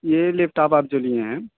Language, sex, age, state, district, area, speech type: Urdu, male, 18-30, Uttar Pradesh, Saharanpur, urban, conversation